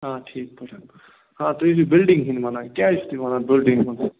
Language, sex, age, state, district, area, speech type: Kashmiri, male, 30-45, Jammu and Kashmir, Ganderbal, rural, conversation